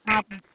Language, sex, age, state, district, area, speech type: Maithili, female, 18-30, Bihar, Samastipur, rural, conversation